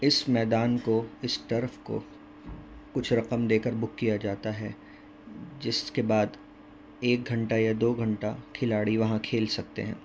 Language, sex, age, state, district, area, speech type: Urdu, male, 18-30, Delhi, North East Delhi, urban, spontaneous